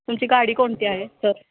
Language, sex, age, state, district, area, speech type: Marathi, female, 30-45, Maharashtra, Kolhapur, urban, conversation